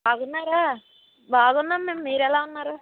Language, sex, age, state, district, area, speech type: Telugu, female, 18-30, Andhra Pradesh, West Godavari, rural, conversation